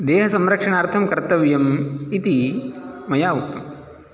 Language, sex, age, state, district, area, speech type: Sanskrit, male, 18-30, Tamil Nadu, Chennai, urban, spontaneous